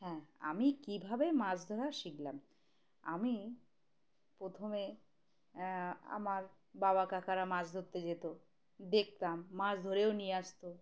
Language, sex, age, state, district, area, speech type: Bengali, female, 30-45, West Bengal, Birbhum, urban, spontaneous